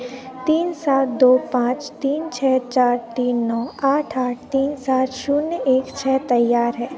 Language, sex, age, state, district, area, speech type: Hindi, female, 18-30, Madhya Pradesh, Narsinghpur, rural, read